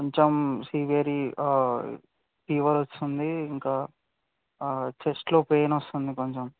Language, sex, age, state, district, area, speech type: Telugu, male, 18-30, Telangana, Vikarabad, urban, conversation